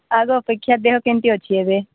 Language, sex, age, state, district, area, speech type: Odia, female, 18-30, Odisha, Koraput, urban, conversation